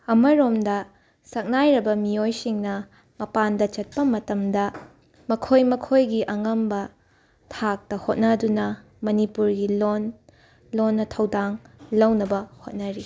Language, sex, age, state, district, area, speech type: Manipuri, female, 45-60, Manipur, Imphal West, urban, spontaneous